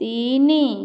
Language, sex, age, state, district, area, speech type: Odia, female, 30-45, Odisha, Jajpur, rural, read